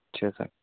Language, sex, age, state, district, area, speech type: Urdu, male, 18-30, Delhi, East Delhi, urban, conversation